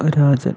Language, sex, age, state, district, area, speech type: Malayalam, male, 18-30, Kerala, Palakkad, rural, spontaneous